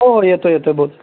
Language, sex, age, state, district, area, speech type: Marathi, male, 30-45, Maharashtra, Mumbai Suburban, urban, conversation